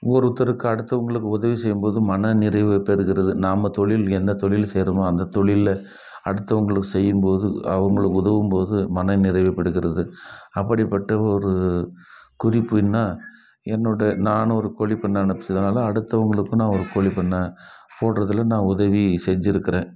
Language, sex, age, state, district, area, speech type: Tamil, male, 60+, Tamil Nadu, Krishnagiri, rural, spontaneous